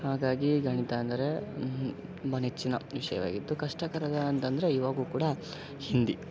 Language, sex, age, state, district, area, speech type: Kannada, male, 18-30, Karnataka, Koppal, rural, spontaneous